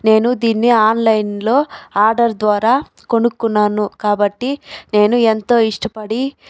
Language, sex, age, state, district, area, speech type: Telugu, female, 30-45, Andhra Pradesh, Chittoor, rural, spontaneous